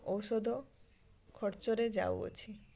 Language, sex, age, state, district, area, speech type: Odia, female, 30-45, Odisha, Balasore, rural, spontaneous